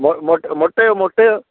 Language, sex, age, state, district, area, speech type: Malayalam, male, 45-60, Kerala, Kollam, rural, conversation